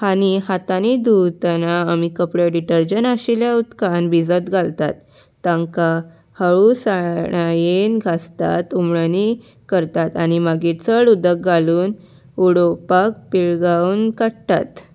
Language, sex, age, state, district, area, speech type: Goan Konkani, female, 18-30, Goa, Salcete, urban, spontaneous